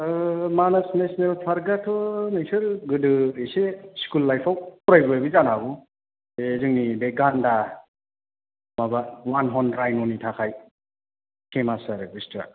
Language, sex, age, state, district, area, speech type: Bodo, male, 30-45, Assam, Chirang, urban, conversation